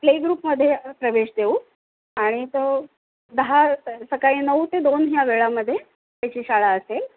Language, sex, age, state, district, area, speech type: Marathi, female, 45-60, Maharashtra, Nanded, urban, conversation